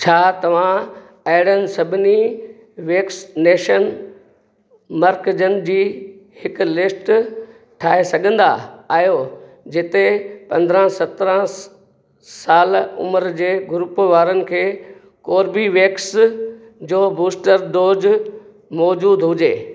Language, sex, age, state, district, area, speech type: Sindhi, male, 60+, Gujarat, Kutch, rural, read